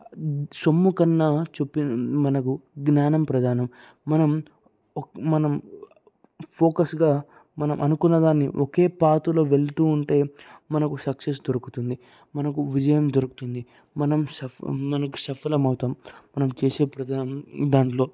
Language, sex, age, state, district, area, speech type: Telugu, male, 18-30, Andhra Pradesh, Anantapur, urban, spontaneous